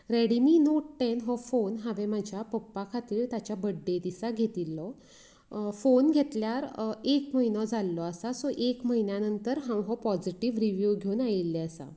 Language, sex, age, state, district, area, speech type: Goan Konkani, female, 30-45, Goa, Canacona, rural, spontaneous